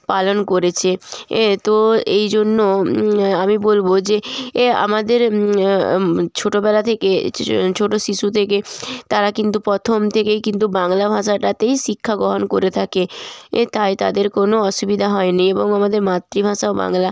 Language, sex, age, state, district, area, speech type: Bengali, female, 30-45, West Bengal, Jalpaiguri, rural, spontaneous